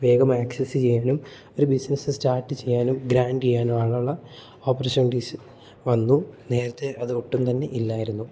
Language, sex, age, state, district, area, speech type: Malayalam, male, 18-30, Kerala, Idukki, rural, spontaneous